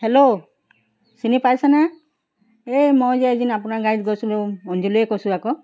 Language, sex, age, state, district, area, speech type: Assamese, female, 60+, Assam, Charaideo, urban, spontaneous